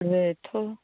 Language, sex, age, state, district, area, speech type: Bodo, female, 45-60, Assam, Kokrajhar, rural, conversation